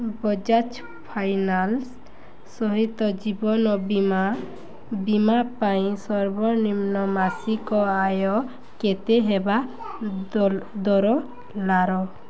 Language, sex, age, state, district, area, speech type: Odia, female, 18-30, Odisha, Balangir, urban, read